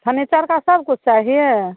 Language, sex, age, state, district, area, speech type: Hindi, female, 30-45, Bihar, Muzaffarpur, rural, conversation